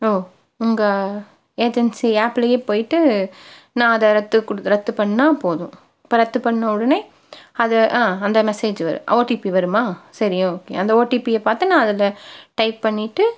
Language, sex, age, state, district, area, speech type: Tamil, female, 30-45, Tamil Nadu, Tiruppur, rural, spontaneous